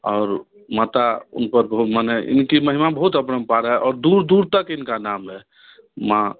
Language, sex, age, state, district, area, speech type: Hindi, male, 60+, Bihar, Darbhanga, urban, conversation